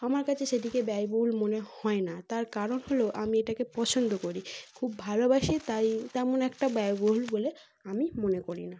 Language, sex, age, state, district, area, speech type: Bengali, female, 18-30, West Bengal, North 24 Parganas, urban, spontaneous